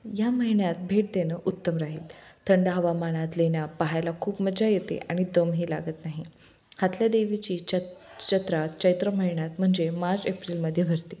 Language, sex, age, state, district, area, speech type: Marathi, female, 18-30, Maharashtra, Osmanabad, rural, spontaneous